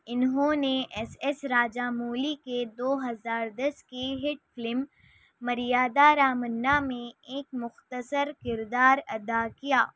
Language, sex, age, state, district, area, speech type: Urdu, female, 18-30, Telangana, Hyderabad, urban, read